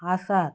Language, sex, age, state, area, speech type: Goan Konkani, female, 45-60, Goa, rural, spontaneous